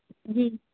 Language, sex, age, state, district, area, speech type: Sindhi, female, 45-60, Madhya Pradesh, Katni, urban, conversation